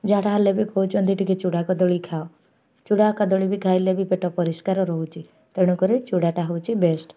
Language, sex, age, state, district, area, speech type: Odia, female, 18-30, Odisha, Jagatsinghpur, urban, spontaneous